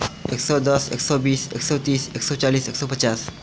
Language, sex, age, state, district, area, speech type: Hindi, male, 18-30, Uttar Pradesh, Mirzapur, rural, spontaneous